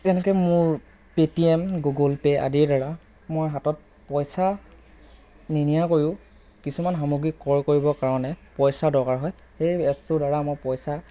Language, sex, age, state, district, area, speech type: Assamese, male, 18-30, Assam, Lakhimpur, rural, spontaneous